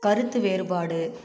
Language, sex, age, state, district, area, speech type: Tamil, female, 45-60, Tamil Nadu, Kallakurichi, rural, read